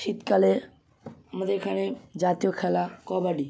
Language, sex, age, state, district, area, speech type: Bengali, male, 18-30, West Bengal, Hooghly, urban, spontaneous